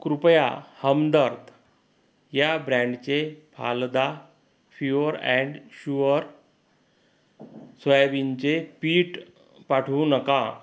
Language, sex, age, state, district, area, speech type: Marathi, male, 30-45, Maharashtra, Akola, urban, read